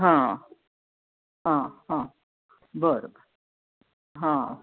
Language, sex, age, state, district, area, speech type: Marathi, female, 45-60, Maharashtra, Nashik, urban, conversation